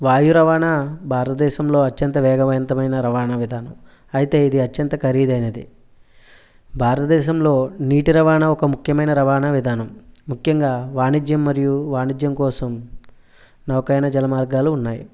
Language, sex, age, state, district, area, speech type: Telugu, male, 30-45, Andhra Pradesh, West Godavari, rural, spontaneous